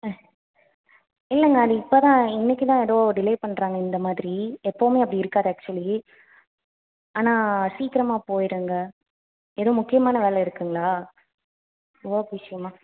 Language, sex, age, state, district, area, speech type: Tamil, female, 18-30, Tamil Nadu, Tiruppur, rural, conversation